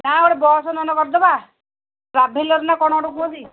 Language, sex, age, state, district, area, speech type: Odia, female, 45-60, Odisha, Angul, rural, conversation